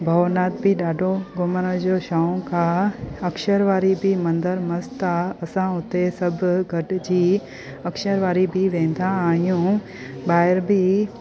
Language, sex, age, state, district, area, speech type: Sindhi, female, 30-45, Gujarat, Junagadh, rural, spontaneous